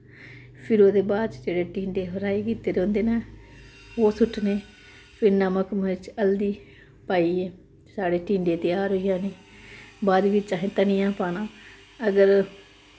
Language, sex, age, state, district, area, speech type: Dogri, female, 30-45, Jammu and Kashmir, Samba, rural, spontaneous